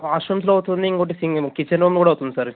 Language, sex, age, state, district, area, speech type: Telugu, male, 18-30, Telangana, Ranga Reddy, urban, conversation